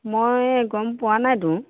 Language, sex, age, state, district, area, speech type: Assamese, female, 60+, Assam, Morigaon, rural, conversation